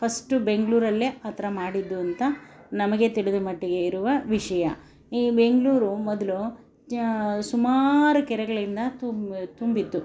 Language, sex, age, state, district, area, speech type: Kannada, female, 60+, Karnataka, Bangalore Urban, urban, spontaneous